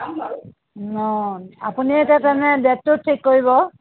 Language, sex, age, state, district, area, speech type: Assamese, female, 60+, Assam, Tinsukia, rural, conversation